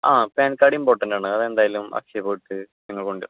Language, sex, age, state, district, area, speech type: Malayalam, male, 18-30, Kerala, Thrissur, urban, conversation